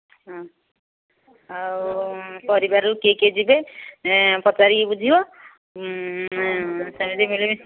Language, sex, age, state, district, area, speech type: Odia, female, 60+, Odisha, Jharsuguda, rural, conversation